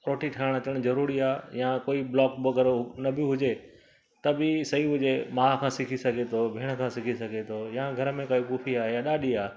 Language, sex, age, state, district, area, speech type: Sindhi, male, 45-60, Gujarat, Surat, urban, spontaneous